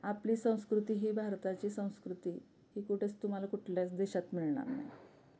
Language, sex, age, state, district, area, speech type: Marathi, female, 45-60, Maharashtra, Osmanabad, rural, spontaneous